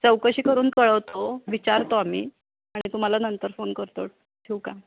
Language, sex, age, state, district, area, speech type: Marathi, female, 30-45, Maharashtra, Kolhapur, urban, conversation